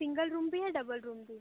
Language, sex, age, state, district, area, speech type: Hindi, female, 18-30, Madhya Pradesh, Betul, urban, conversation